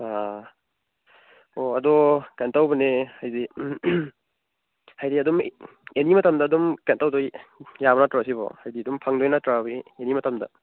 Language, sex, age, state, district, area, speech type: Manipuri, male, 18-30, Manipur, Churachandpur, rural, conversation